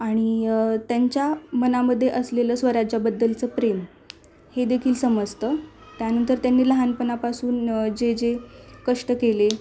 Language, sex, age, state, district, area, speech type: Marathi, female, 18-30, Maharashtra, Osmanabad, rural, spontaneous